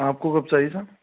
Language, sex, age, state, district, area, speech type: Hindi, male, 30-45, Rajasthan, Bharatpur, rural, conversation